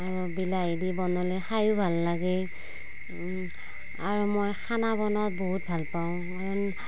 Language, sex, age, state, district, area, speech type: Assamese, female, 45-60, Assam, Darrang, rural, spontaneous